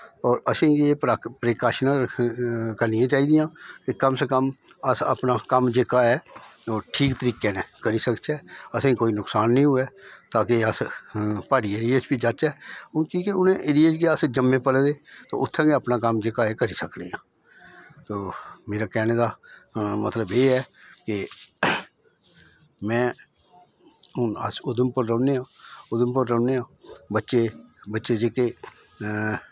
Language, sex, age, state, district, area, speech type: Dogri, male, 60+, Jammu and Kashmir, Udhampur, rural, spontaneous